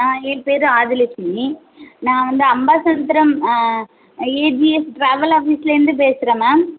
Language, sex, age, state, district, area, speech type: Tamil, female, 30-45, Tamil Nadu, Tirunelveli, urban, conversation